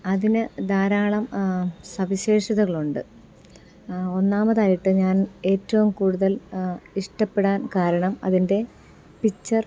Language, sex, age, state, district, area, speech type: Malayalam, female, 30-45, Kerala, Thiruvananthapuram, urban, spontaneous